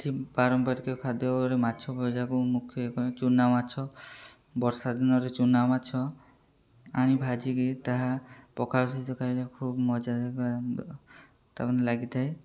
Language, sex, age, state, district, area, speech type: Odia, male, 18-30, Odisha, Mayurbhanj, rural, spontaneous